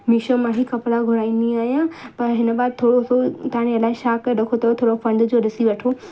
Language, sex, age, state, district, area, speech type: Sindhi, female, 18-30, Madhya Pradesh, Katni, urban, spontaneous